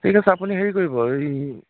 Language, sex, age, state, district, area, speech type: Assamese, male, 30-45, Assam, Biswanath, rural, conversation